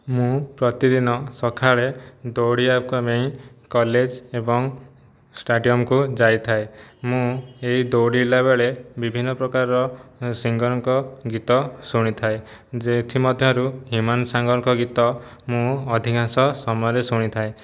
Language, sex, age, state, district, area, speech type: Odia, male, 30-45, Odisha, Jajpur, rural, spontaneous